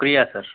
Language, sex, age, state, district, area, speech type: Urdu, male, 18-30, Delhi, North East Delhi, urban, conversation